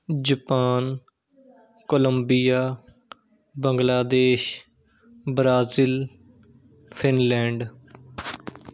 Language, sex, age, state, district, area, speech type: Punjabi, male, 18-30, Punjab, Shaheed Bhagat Singh Nagar, urban, spontaneous